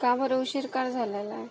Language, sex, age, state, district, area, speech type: Marathi, female, 30-45, Maharashtra, Akola, rural, spontaneous